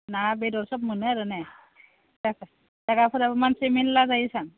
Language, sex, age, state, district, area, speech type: Bodo, female, 18-30, Assam, Udalguri, urban, conversation